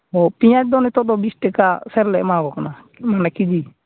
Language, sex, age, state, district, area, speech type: Santali, male, 18-30, West Bengal, Uttar Dinajpur, rural, conversation